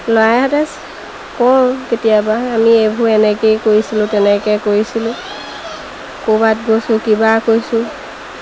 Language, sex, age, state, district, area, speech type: Assamese, female, 30-45, Assam, Lakhimpur, rural, spontaneous